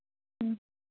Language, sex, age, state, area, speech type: Manipuri, female, 30-45, Manipur, urban, conversation